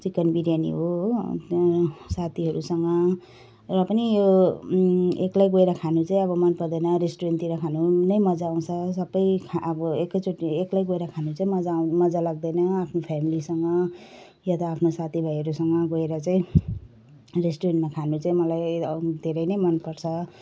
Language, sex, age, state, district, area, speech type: Nepali, female, 45-60, West Bengal, Jalpaiguri, urban, spontaneous